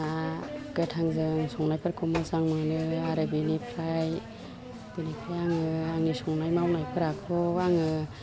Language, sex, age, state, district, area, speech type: Bodo, female, 45-60, Assam, Chirang, rural, spontaneous